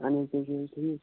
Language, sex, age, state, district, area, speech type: Kashmiri, male, 18-30, Jammu and Kashmir, Baramulla, rural, conversation